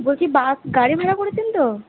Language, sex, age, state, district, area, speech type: Bengali, female, 18-30, West Bengal, Purba Bardhaman, urban, conversation